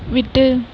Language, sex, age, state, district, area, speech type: Tamil, female, 18-30, Tamil Nadu, Tiruchirappalli, rural, read